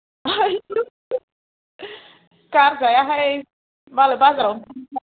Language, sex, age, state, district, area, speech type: Bodo, female, 30-45, Assam, Kokrajhar, rural, conversation